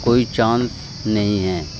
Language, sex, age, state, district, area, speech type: Urdu, male, 18-30, Uttar Pradesh, Muzaffarnagar, urban, spontaneous